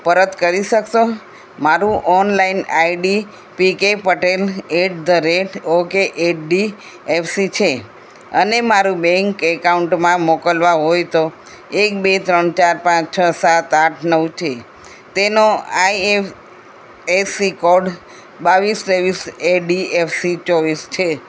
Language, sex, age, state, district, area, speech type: Gujarati, female, 60+, Gujarat, Kheda, rural, spontaneous